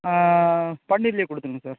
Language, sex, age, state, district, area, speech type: Tamil, male, 45-60, Tamil Nadu, Ariyalur, rural, conversation